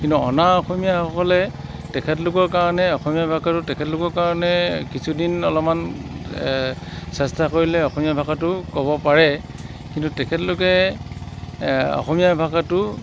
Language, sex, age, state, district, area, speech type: Assamese, male, 45-60, Assam, Dibrugarh, rural, spontaneous